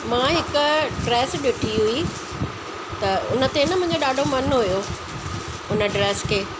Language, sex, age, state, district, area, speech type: Sindhi, female, 45-60, Delhi, South Delhi, urban, spontaneous